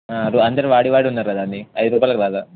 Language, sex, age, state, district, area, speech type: Telugu, male, 18-30, Telangana, Ranga Reddy, urban, conversation